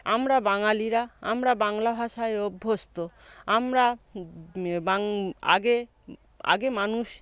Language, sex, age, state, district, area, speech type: Bengali, female, 45-60, West Bengal, South 24 Parganas, rural, spontaneous